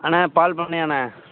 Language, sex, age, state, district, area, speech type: Tamil, male, 18-30, Tamil Nadu, Perambalur, urban, conversation